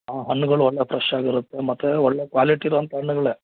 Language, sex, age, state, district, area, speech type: Kannada, male, 30-45, Karnataka, Mandya, rural, conversation